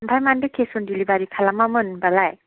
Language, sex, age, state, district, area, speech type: Bodo, female, 45-60, Assam, Chirang, rural, conversation